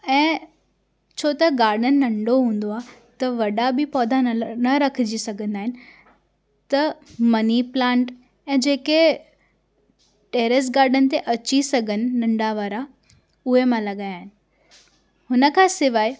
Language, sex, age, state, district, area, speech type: Sindhi, female, 18-30, Gujarat, Surat, urban, spontaneous